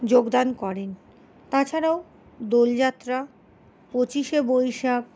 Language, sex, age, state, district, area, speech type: Bengali, female, 60+, West Bengal, Paschim Bardhaman, urban, spontaneous